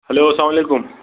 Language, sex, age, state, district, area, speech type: Kashmiri, male, 30-45, Jammu and Kashmir, Pulwama, urban, conversation